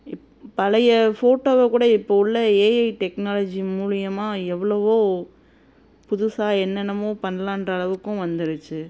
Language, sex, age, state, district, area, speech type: Tamil, female, 30-45, Tamil Nadu, Madurai, urban, spontaneous